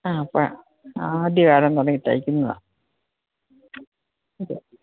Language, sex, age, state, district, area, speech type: Malayalam, female, 60+, Kerala, Idukki, rural, conversation